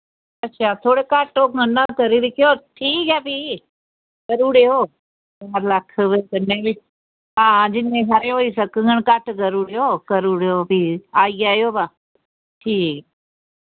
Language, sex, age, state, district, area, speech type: Dogri, female, 60+, Jammu and Kashmir, Reasi, rural, conversation